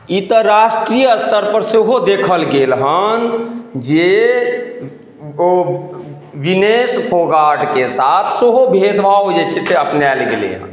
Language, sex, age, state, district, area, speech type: Maithili, male, 45-60, Bihar, Madhubani, rural, spontaneous